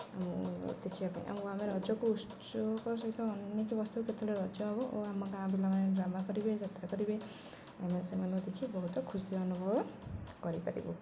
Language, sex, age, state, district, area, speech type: Odia, female, 18-30, Odisha, Jagatsinghpur, rural, spontaneous